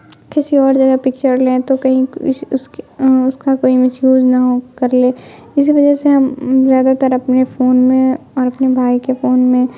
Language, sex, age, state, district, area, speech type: Urdu, female, 18-30, Bihar, Khagaria, rural, spontaneous